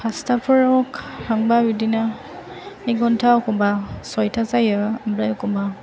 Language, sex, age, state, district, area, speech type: Bodo, female, 18-30, Assam, Chirang, urban, spontaneous